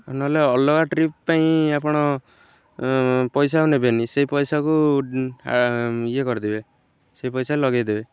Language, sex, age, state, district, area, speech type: Odia, male, 18-30, Odisha, Jagatsinghpur, rural, spontaneous